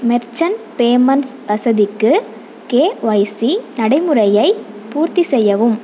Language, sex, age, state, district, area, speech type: Tamil, female, 18-30, Tamil Nadu, Mayiladuthurai, urban, read